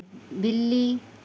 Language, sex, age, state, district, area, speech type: Hindi, female, 30-45, Uttar Pradesh, Mau, rural, read